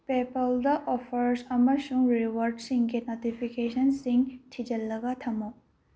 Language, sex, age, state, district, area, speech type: Manipuri, female, 18-30, Manipur, Bishnupur, rural, read